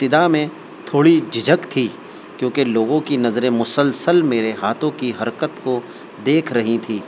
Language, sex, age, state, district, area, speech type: Urdu, male, 45-60, Delhi, North East Delhi, urban, spontaneous